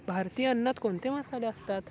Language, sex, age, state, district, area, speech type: Marathi, male, 18-30, Maharashtra, Sangli, urban, read